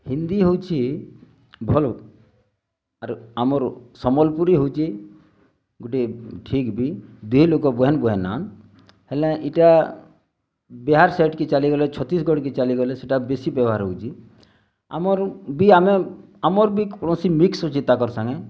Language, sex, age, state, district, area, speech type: Odia, male, 30-45, Odisha, Bargarh, rural, spontaneous